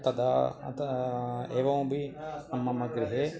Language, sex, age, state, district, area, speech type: Sanskrit, male, 45-60, Kerala, Thrissur, urban, spontaneous